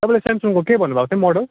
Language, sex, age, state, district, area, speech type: Nepali, male, 18-30, West Bengal, Darjeeling, rural, conversation